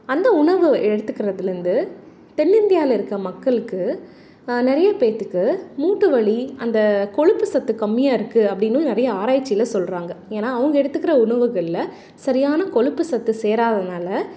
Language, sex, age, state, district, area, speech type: Tamil, female, 30-45, Tamil Nadu, Salem, urban, spontaneous